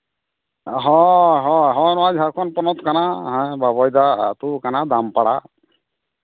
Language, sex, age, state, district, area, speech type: Santali, male, 45-60, Jharkhand, East Singhbhum, rural, conversation